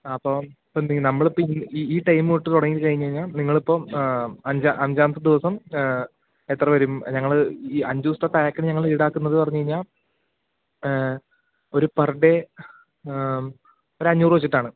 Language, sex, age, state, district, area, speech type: Malayalam, male, 18-30, Kerala, Palakkad, rural, conversation